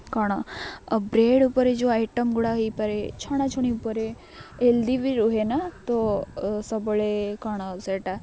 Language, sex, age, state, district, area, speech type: Odia, female, 18-30, Odisha, Jagatsinghpur, rural, spontaneous